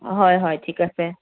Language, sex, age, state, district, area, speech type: Assamese, female, 30-45, Assam, Kamrup Metropolitan, urban, conversation